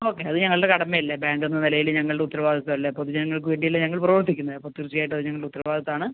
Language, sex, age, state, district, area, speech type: Malayalam, female, 60+, Kerala, Kasaragod, urban, conversation